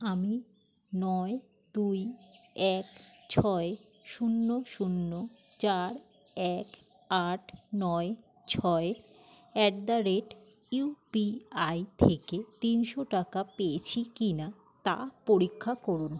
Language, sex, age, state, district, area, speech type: Bengali, female, 45-60, West Bengal, Jhargram, rural, read